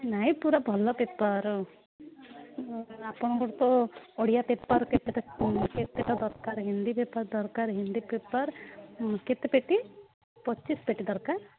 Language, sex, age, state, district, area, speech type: Odia, female, 30-45, Odisha, Malkangiri, urban, conversation